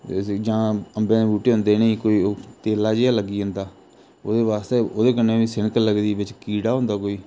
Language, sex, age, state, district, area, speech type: Dogri, male, 30-45, Jammu and Kashmir, Jammu, rural, spontaneous